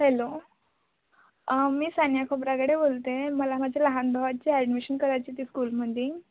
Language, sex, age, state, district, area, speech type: Marathi, female, 18-30, Maharashtra, Wardha, rural, conversation